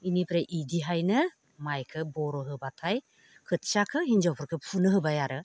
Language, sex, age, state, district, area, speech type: Bodo, female, 60+, Assam, Baksa, rural, spontaneous